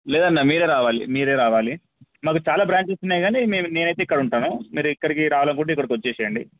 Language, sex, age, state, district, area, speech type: Telugu, male, 18-30, Telangana, Medak, rural, conversation